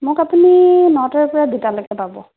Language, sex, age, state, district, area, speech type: Assamese, female, 30-45, Assam, Sonitpur, rural, conversation